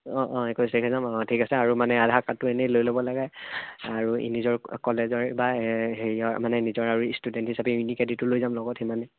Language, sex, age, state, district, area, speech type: Assamese, male, 18-30, Assam, Charaideo, urban, conversation